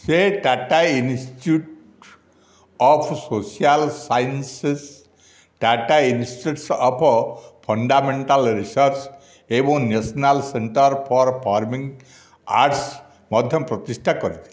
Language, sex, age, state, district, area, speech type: Odia, male, 60+, Odisha, Dhenkanal, rural, read